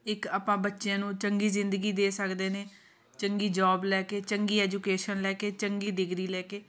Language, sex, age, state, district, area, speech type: Punjabi, female, 30-45, Punjab, Shaheed Bhagat Singh Nagar, urban, spontaneous